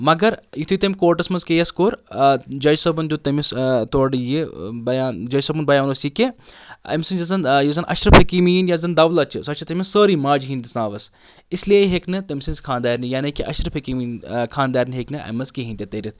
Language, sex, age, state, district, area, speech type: Kashmiri, male, 30-45, Jammu and Kashmir, Anantnag, rural, spontaneous